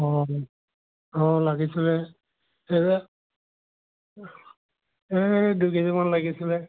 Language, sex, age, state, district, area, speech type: Assamese, male, 60+, Assam, Charaideo, urban, conversation